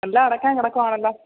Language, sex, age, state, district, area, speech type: Malayalam, female, 30-45, Kerala, Pathanamthitta, rural, conversation